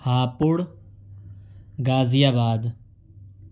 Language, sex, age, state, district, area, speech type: Urdu, male, 18-30, Uttar Pradesh, Ghaziabad, urban, spontaneous